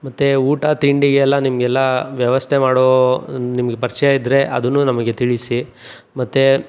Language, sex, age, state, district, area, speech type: Kannada, male, 45-60, Karnataka, Chikkaballapur, urban, spontaneous